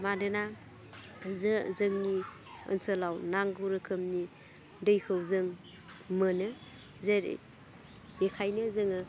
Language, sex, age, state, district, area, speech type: Bodo, female, 30-45, Assam, Udalguri, urban, spontaneous